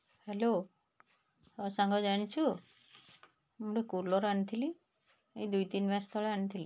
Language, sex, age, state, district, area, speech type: Odia, female, 45-60, Odisha, Puri, urban, spontaneous